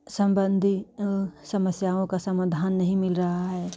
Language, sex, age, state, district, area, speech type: Hindi, female, 45-60, Uttar Pradesh, Jaunpur, urban, spontaneous